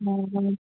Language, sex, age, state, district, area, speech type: Marathi, female, 18-30, Maharashtra, Raigad, rural, conversation